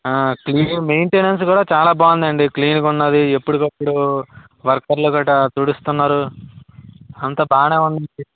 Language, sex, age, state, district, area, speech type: Telugu, male, 18-30, Andhra Pradesh, Vizianagaram, rural, conversation